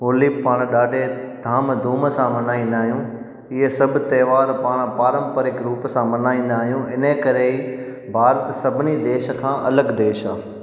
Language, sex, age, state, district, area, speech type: Sindhi, male, 30-45, Gujarat, Junagadh, rural, spontaneous